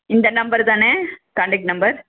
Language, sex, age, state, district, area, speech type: Tamil, female, 60+, Tamil Nadu, Perambalur, rural, conversation